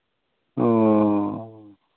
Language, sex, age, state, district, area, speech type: Santali, male, 30-45, Jharkhand, Pakur, rural, conversation